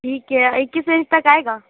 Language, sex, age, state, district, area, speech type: Urdu, female, 18-30, Uttar Pradesh, Lucknow, rural, conversation